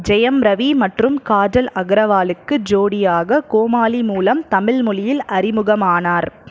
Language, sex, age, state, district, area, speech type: Tamil, male, 45-60, Tamil Nadu, Krishnagiri, rural, read